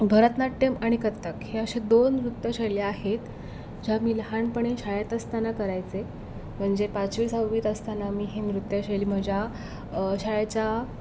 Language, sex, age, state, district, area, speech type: Marathi, female, 18-30, Maharashtra, Raigad, rural, spontaneous